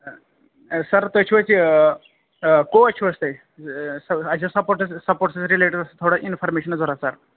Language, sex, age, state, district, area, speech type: Kashmiri, male, 30-45, Jammu and Kashmir, Kupwara, urban, conversation